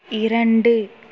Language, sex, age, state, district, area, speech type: Tamil, female, 18-30, Tamil Nadu, Tiruppur, rural, read